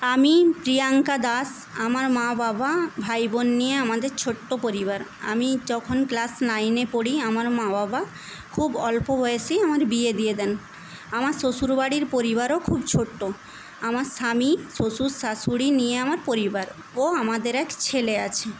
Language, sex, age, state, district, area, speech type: Bengali, female, 18-30, West Bengal, Paschim Medinipur, rural, spontaneous